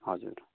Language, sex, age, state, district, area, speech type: Nepali, male, 45-60, West Bengal, Darjeeling, rural, conversation